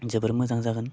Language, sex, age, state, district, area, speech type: Bodo, male, 18-30, Assam, Baksa, rural, spontaneous